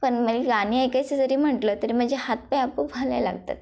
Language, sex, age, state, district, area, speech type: Marathi, female, 18-30, Maharashtra, Kolhapur, rural, spontaneous